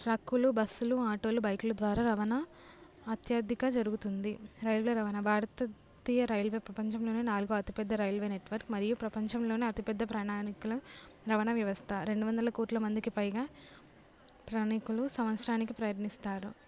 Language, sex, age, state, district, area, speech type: Telugu, female, 18-30, Telangana, Jangaon, urban, spontaneous